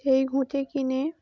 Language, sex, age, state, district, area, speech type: Bengali, female, 18-30, West Bengal, Uttar Dinajpur, urban, spontaneous